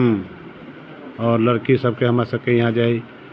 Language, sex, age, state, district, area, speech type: Maithili, male, 45-60, Bihar, Sitamarhi, rural, spontaneous